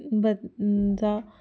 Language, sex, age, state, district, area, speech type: Punjabi, female, 18-30, Punjab, Jalandhar, urban, spontaneous